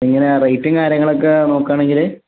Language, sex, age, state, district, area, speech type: Malayalam, male, 18-30, Kerala, Malappuram, rural, conversation